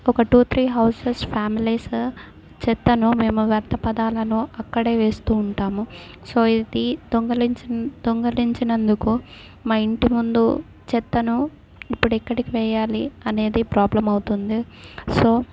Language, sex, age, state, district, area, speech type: Telugu, female, 18-30, Telangana, Adilabad, rural, spontaneous